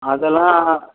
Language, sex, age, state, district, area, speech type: Tamil, male, 18-30, Tamil Nadu, Viluppuram, rural, conversation